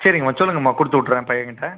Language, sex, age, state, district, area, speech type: Tamil, male, 30-45, Tamil Nadu, Pudukkottai, rural, conversation